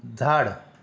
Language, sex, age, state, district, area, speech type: Marathi, male, 45-60, Maharashtra, Mumbai City, urban, read